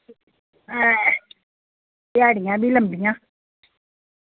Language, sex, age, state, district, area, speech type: Dogri, female, 45-60, Jammu and Kashmir, Udhampur, rural, conversation